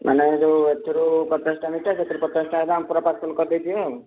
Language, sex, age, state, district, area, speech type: Odia, male, 18-30, Odisha, Bhadrak, rural, conversation